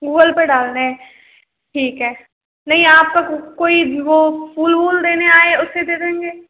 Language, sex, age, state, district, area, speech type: Hindi, female, 18-30, Rajasthan, Karauli, urban, conversation